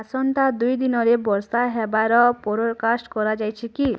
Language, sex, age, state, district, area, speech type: Odia, female, 18-30, Odisha, Bargarh, rural, read